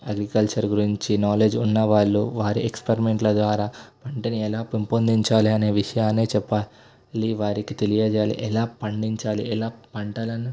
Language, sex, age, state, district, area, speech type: Telugu, male, 18-30, Telangana, Sangareddy, urban, spontaneous